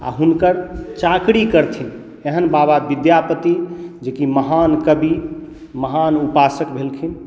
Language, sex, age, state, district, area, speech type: Maithili, male, 30-45, Bihar, Madhubani, rural, spontaneous